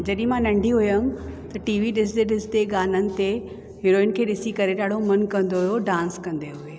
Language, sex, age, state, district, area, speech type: Sindhi, female, 45-60, Uttar Pradesh, Lucknow, urban, spontaneous